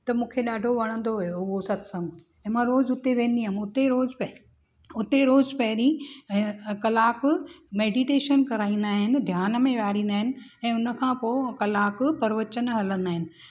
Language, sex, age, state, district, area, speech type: Sindhi, female, 45-60, Maharashtra, Thane, urban, spontaneous